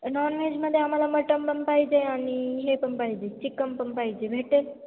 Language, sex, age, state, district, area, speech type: Marathi, female, 18-30, Maharashtra, Ahmednagar, urban, conversation